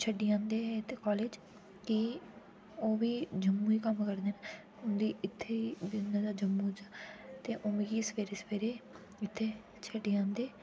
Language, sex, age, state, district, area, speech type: Dogri, female, 18-30, Jammu and Kashmir, Udhampur, urban, spontaneous